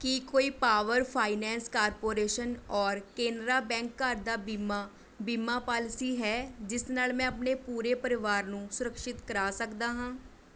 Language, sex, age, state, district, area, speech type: Punjabi, female, 18-30, Punjab, Mohali, rural, read